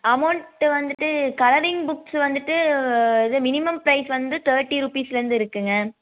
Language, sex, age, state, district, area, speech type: Tamil, female, 18-30, Tamil Nadu, Coimbatore, urban, conversation